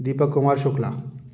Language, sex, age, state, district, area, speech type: Hindi, male, 45-60, Madhya Pradesh, Gwalior, rural, spontaneous